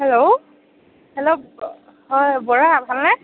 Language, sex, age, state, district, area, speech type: Assamese, female, 18-30, Assam, Morigaon, rural, conversation